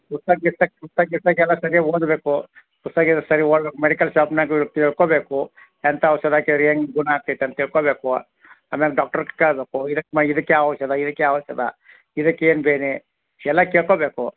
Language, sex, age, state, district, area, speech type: Kannada, male, 45-60, Karnataka, Belgaum, rural, conversation